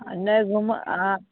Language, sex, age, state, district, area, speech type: Maithili, female, 45-60, Bihar, Araria, rural, conversation